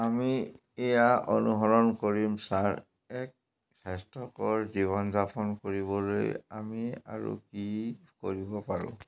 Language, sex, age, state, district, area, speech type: Assamese, male, 45-60, Assam, Dhemaji, rural, read